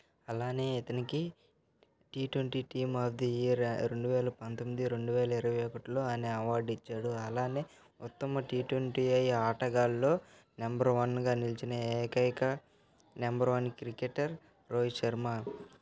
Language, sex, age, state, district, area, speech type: Telugu, male, 18-30, Andhra Pradesh, Nellore, rural, spontaneous